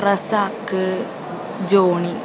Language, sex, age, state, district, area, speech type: Malayalam, female, 30-45, Kerala, Palakkad, urban, spontaneous